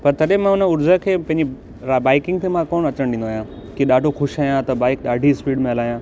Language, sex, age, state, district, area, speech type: Sindhi, male, 18-30, Gujarat, Kutch, urban, spontaneous